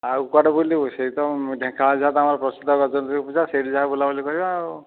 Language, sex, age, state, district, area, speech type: Odia, male, 60+, Odisha, Dhenkanal, rural, conversation